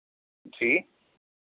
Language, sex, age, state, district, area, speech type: Hindi, male, 18-30, Madhya Pradesh, Seoni, urban, conversation